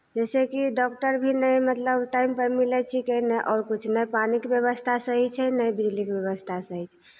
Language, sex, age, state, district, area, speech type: Maithili, female, 30-45, Bihar, Begusarai, rural, spontaneous